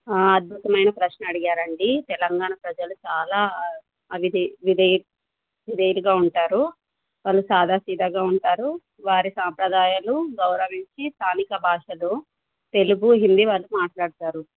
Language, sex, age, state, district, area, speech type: Telugu, female, 45-60, Telangana, Medchal, urban, conversation